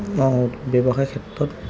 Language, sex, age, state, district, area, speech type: Assamese, male, 18-30, Assam, Lakhimpur, urban, spontaneous